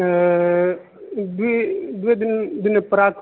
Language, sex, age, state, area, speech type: Sanskrit, male, 18-30, Rajasthan, rural, conversation